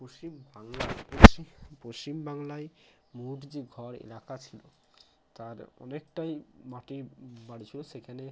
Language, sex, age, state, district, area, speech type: Bengali, male, 18-30, West Bengal, Bankura, urban, spontaneous